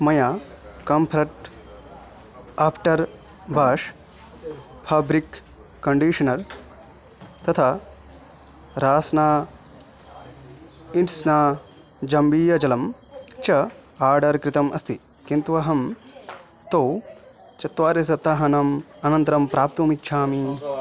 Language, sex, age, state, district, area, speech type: Sanskrit, male, 18-30, West Bengal, Dakshin Dinajpur, rural, read